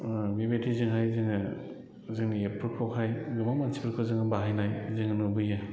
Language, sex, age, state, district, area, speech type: Bodo, male, 45-60, Assam, Chirang, rural, spontaneous